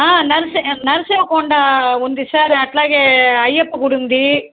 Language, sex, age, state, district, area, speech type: Telugu, female, 60+, Andhra Pradesh, Nellore, urban, conversation